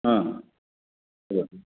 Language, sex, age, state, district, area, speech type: Sanskrit, male, 45-60, Karnataka, Uttara Kannada, rural, conversation